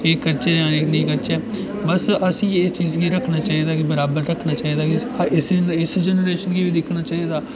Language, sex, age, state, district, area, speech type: Dogri, male, 18-30, Jammu and Kashmir, Udhampur, urban, spontaneous